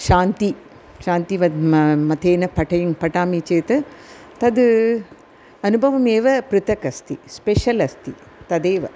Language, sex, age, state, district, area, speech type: Sanskrit, female, 60+, Tamil Nadu, Thanjavur, urban, spontaneous